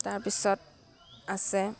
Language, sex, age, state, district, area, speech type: Assamese, female, 30-45, Assam, Udalguri, rural, spontaneous